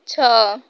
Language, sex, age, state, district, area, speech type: Odia, female, 18-30, Odisha, Malkangiri, urban, read